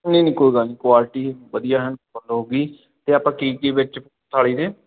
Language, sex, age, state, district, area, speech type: Punjabi, male, 18-30, Punjab, Fatehgarh Sahib, rural, conversation